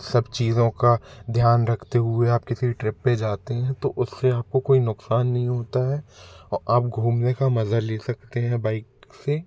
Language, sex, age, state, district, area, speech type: Hindi, male, 18-30, Madhya Pradesh, Jabalpur, urban, spontaneous